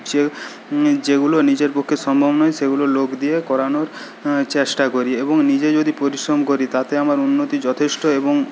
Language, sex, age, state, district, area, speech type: Bengali, male, 18-30, West Bengal, Paschim Medinipur, rural, spontaneous